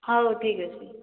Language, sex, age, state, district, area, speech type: Odia, female, 18-30, Odisha, Boudh, rural, conversation